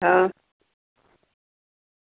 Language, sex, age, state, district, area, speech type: Gujarati, female, 60+, Gujarat, Kheda, rural, conversation